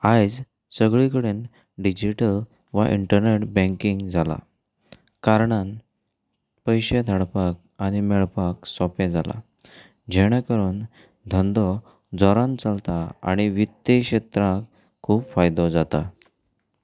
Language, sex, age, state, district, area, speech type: Goan Konkani, male, 30-45, Goa, Canacona, rural, spontaneous